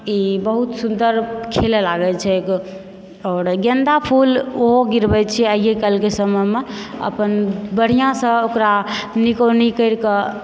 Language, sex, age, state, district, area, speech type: Maithili, female, 45-60, Bihar, Supaul, urban, spontaneous